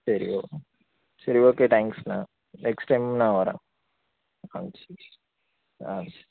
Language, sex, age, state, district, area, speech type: Tamil, male, 18-30, Tamil Nadu, Nagapattinam, rural, conversation